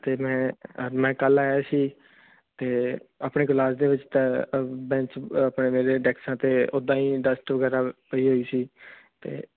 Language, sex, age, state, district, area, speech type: Punjabi, male, 18-30, Punjab, Fazilka, rural, conversation